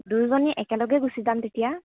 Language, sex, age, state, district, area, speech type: Assamese, female, 18-30, Assam, Kamrup Metropolitan, rural, conversation